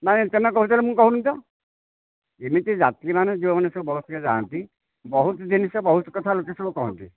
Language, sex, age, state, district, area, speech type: Odia, male, 60+, Odisha, Nayagarh, rural, conversation